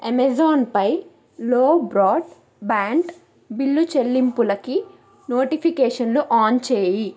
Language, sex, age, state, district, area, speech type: Telugu, female, 18-30, Andhra Pradesh, Krishna, urban, read